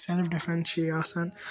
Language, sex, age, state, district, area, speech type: Kashmiri, male, 18-30, Jammu and Kashmir, Srinagar, urban, spontaneous